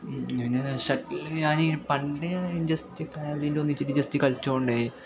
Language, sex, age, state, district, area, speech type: Malayalam, male, 18-30, Kerala, Kasaragod, rural, spontaneous